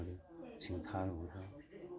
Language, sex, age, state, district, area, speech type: Manipuri, male, 60+, Manipur, Imphal East, urban, spontaneous